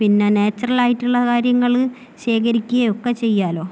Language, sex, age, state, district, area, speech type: Malayalam, female, 18-30, Kerala, Kozhikode, urban, spontaneous